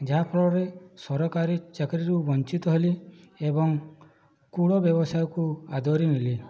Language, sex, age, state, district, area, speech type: Odia, male, 45-60, Odisha, Boudh, rural, spontaneous